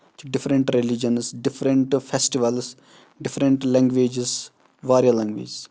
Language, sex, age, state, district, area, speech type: Kashmiri, male, 18-30, Jammu and Kashmir, Shopian, urban, spontaneous